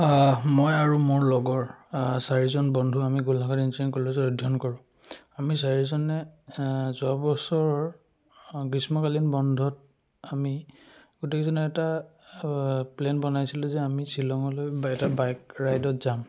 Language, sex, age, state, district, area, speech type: Assamese, male, 18-30, Assam, Charaideo, rural, spontaneous